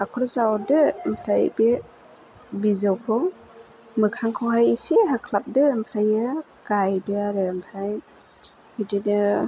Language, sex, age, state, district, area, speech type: Bodo, female, 30-45, Assam, Chirang, urban, spontaneous